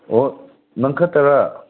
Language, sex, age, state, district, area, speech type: Manipuri, male, 18-30, Manipur, Senapati, rural, conversation